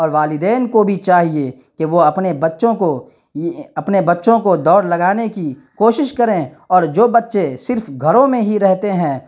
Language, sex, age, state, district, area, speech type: Urdu, male, 30-45, Bihar, Darbhanga, urban, spontaneous